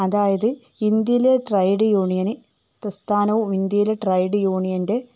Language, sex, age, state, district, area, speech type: Malayalam, female, 45-60, Kerala, Palakkad, rural, spontaneous